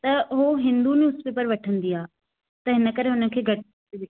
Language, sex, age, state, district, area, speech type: Sindhi, female, 18-30, Maharashtra, Thane, urban, conversation